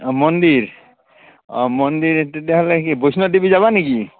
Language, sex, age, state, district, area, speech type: Assamese, male, 45-60, Assam, Goalpara, urban, conversation